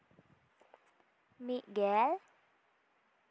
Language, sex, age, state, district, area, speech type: Santali, female, 18-30, West Bengal, Bankura, rural, spontaneous